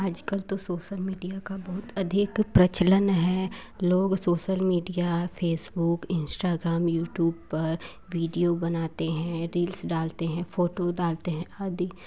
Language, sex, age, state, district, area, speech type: Hindi, female, 18-30, Uttar Pradesh, Chandauli, urban, spontaneous